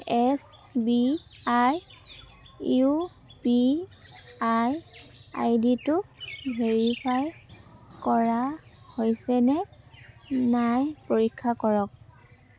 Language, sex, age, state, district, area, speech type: Assamese, female, 18-30, Assam, Dhemaji, urban, read